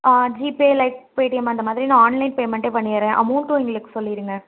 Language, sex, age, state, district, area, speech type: Tamil, female, 18-30, Tamil Nadu, Tiruvarur, urban, conversation